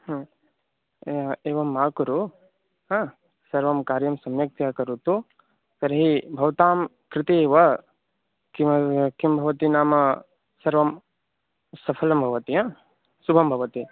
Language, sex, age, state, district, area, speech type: Sanskrit, male, 18-30, Uttar Pradesh, Mirzapur, rural, conversation